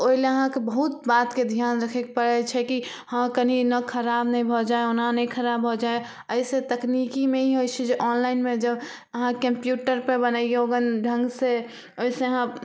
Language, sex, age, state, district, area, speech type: Maithili, female, 18-30, Bihar, Samastipur, urban, spontaneous